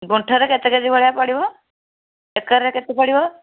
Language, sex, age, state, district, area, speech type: Odia, female, 30-45, Odisha, Kendujhar, urban, conversation